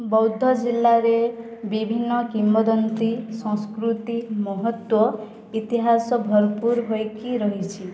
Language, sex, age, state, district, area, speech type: Odia, female, 18-30, Odisha, Boudh, rural, spontaneous